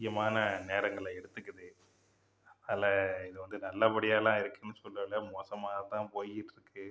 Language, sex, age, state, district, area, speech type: Tamil, male, 45-60, Tamil Nadu, Pudukkottai, rural, spontaneous